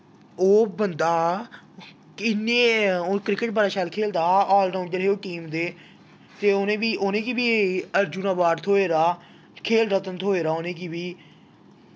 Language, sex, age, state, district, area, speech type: Dogri, male, 18-30, Jammu and Kashmir, Samba, rural, spontaneous